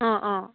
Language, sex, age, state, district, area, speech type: Assamese, female, 18-30, Assam, Dibrugarh, rural, conversation